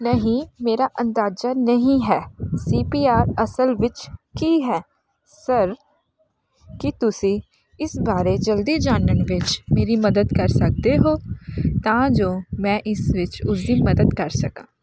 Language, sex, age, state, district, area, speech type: Punjabi, female, 18-30, Punjab, Hoshiarpur, rural, read